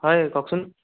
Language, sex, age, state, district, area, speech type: Assamese, male, 18-30, Assam, Sonitpur, rural, conversation